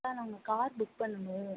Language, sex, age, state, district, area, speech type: Tamil, female, 18-30, Tamil Nadu, Nagapattinam, rural, conversation